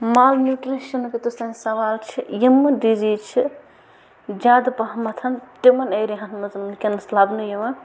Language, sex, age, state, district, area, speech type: Kashmiri, female, 30-45, Jammu and Kashmir, Bandipora, rural, spontaneous